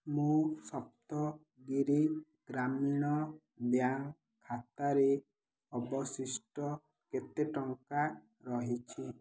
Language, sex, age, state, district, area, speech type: Odia, male, 18-30, Odisha, Ganjam, urban, read